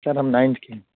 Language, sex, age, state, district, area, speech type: Urdu, male, 60+, Uttar Pradesh, Lucknow, urban, conversation